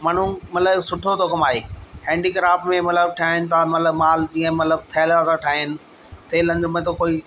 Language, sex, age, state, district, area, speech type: Sindhi, male, 60+, Delhi, South Delhi, urban, spontaneous